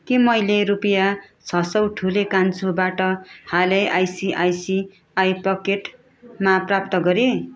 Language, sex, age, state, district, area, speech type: Nepali, female, 30-45, West Bengal, Darjeeling, rural, read